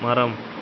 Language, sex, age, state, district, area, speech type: Tamil, male, 18-30, Tamil Nadu, Thoothukudi, rural, read